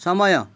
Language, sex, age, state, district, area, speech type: Odia, male, 30-45, Odisha, Kalahandi, rural, read